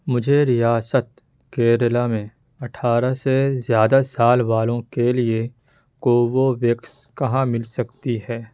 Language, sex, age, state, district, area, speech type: Urdu, male, 18-30, Uttar Pradesh, Ghaziabad, urban, read